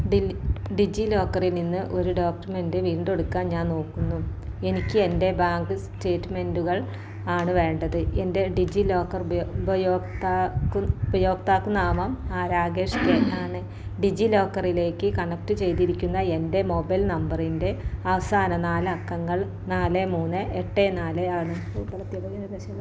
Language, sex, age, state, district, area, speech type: Malayalam, female, 45-60, Kerala, Malappuram, rural, read